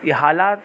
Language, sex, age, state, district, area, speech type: Urdu, male, 18-30, Delhi, North West Delhi, urban, spontaneous